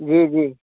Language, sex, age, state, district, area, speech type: Maithili, male, 18-30, Bihar, Saharsa, rural, conversation